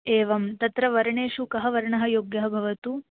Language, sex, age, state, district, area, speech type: Sanskrit, female, 18-30, Maharashtra, Washim, urban, conversation